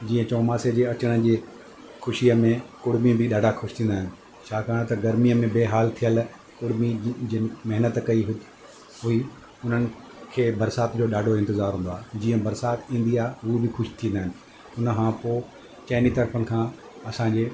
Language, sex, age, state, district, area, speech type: Sindhi, male, 60+, Maharashtra, Thane, urban, spontaneous